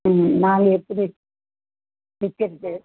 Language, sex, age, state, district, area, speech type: Tamil, female, 60+, Tamil Nadu, Vellore, rural, conversation